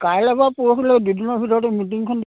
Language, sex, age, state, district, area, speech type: Assamese, male, 60+, Assam, Dhemaji, rural, conversation